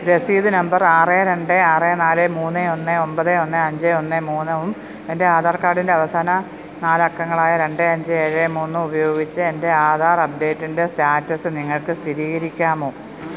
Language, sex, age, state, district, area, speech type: Malayalam, female, 30-45, Kerala, Pathanamthitta, rural, read